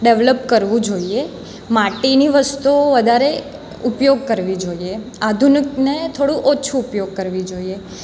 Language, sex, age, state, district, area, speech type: Gujarati, female, 18-30, Gujarat, Surat, rural, spontaneous